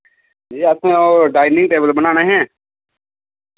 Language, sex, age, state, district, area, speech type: Dogri, male, 18-30, Jammu and Kashmir, Reasi, rural, conversation